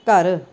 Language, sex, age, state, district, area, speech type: Punjabi, female, 45-60, Punjab, Amritsar, urban, read